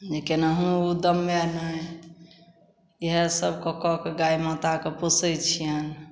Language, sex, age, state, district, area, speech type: Maithili, female, 45-60, Bihar, Samastipur, rural, spontaneous